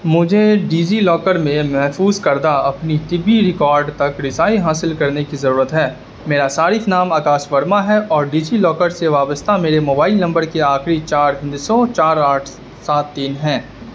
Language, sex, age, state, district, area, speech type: Urdu, male, 18-30, Bihar, Darbhanga, rural, read